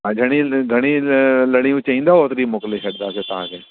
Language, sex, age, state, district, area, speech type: Sindhi, male, 45-60, Delhi, South Delhi, urban, conversation